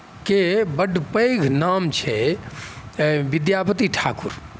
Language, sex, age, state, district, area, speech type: Maithili, male, 60+, Bihar, Saharsa, rural, spontaneous